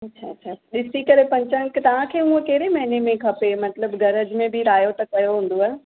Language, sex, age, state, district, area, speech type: Sindhi, female, 45-60, Maharashtra, Mumbai Suburban, urban, conversation